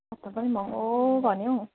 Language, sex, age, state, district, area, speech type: Nepali, female, 30-45, West Bengal, Darjeeling, rural, conversation